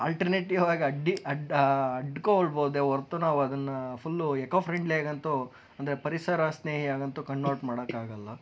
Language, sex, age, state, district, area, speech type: Kannada, male, 60+, Karnataka, Tumkur, rural, spontaneous